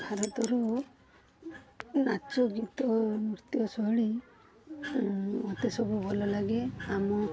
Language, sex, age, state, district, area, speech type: Odia, female, 45-60, Odisha, Balasore, rural, spontaneous